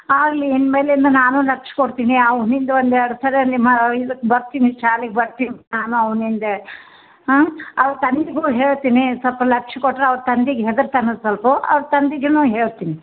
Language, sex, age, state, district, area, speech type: Kannada, female, 60+, Karnataka, Gulbarga, urban, conversation